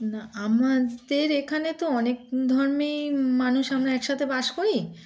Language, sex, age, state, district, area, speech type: Bengali, female, 45-60, West Bengal, Darjeeling, rural, spontaneous